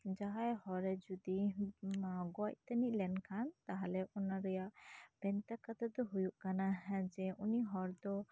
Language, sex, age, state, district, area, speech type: Santali, female, 30-45, West Bengal, Birbhum, rural, spontaneous